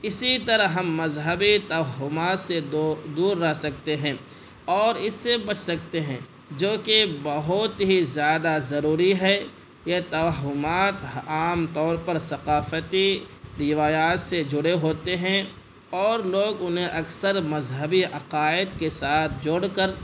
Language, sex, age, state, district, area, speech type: Urdu, male, 18-30, Bihar, Purnia, rural, spontaneous